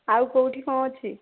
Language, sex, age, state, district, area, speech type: Odia, female, 45-60, Odisha, Nayagarh, rural, conversation